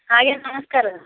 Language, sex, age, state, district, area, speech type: Odia, female, 60+, Odisha, Jharsuguda, rural, conversation